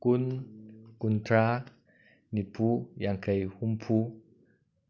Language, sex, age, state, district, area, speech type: Manipuri, male, 18-30, Manipur, Kakching, rural, spontaneous